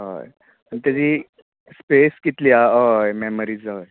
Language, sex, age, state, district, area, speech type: Goan Konkani, male, 18-30, Goa, Bardez, rural, conversation